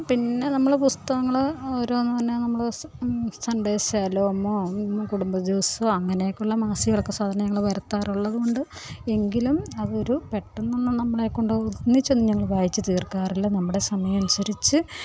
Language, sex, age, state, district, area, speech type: Malayalam, female, 30-45, Kerala, Pathanamthitta, rural, spontaneous